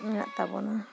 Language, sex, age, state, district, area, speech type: Santali, female, 30-45, West Bengal, Bankura, rural, spontaneous